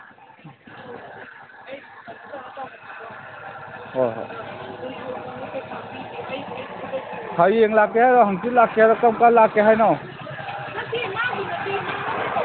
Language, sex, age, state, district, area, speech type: Manipuri, male, 45-60, Manipur, Kangpokpi, urban, conversation